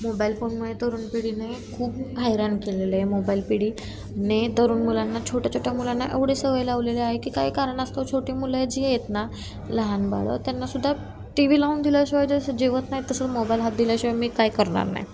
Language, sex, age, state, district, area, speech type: Marathi, female, 18-30, Maharashtra, Satara, rural, spontaneous